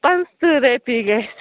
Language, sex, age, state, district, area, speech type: Kashmiri, female, 30-45, Jammu and Kashmir, Bandipora, rural, conversation